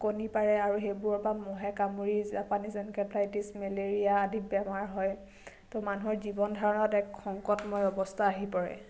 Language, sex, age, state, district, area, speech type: Assamese, female, 18-30, Assam, Biswanath, rural, spontaneous